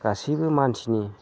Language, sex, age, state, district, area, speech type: Bodo, male, 45-60, Assam, Udalguri, rural, spontaneous